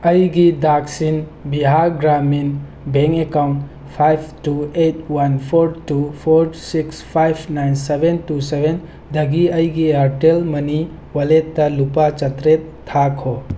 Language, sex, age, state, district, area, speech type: Manipuri, male, 30-45, Manipur, Tengnoupal, urban, read